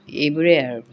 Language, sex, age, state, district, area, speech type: Assamese, female, 60+, Assam, Golaghat, rural, spontaneous